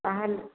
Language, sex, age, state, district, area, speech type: Odia, female, 45-60, Odisha, Khordha, rural, conversation